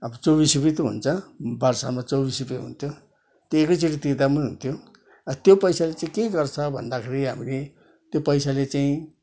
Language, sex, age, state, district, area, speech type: Nepali, male, 60+, West Bengal, Kalimpong, rural, spontaneous